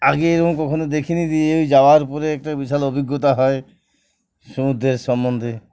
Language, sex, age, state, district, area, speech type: Bengali, male, 45-60, West Bengal, Uttar Dinajpur, urban, spontaneous